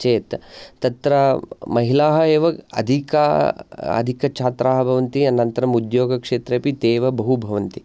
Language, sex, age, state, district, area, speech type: Sanskrit, male, 30-45, Karnataka, Chikkamagaluru, urban, spontaneous